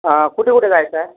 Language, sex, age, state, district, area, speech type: Marathi, male, 60+, Maharashtra, Yavatmal, urban, conversation